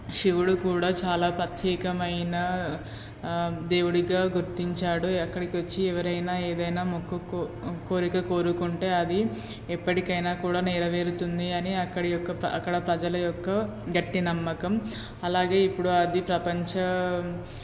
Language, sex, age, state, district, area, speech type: Telugu, female, 18-30, Telangana, Peddapalli, rural, spontaneous